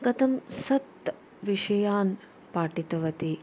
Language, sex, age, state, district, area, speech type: Sanskrit, female, 30-45, Tamil Nadu, Chennai, urban, spontaneous